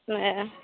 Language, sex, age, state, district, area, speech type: Bodo, female, 18-30, Assam, Udalguri, urban, conversation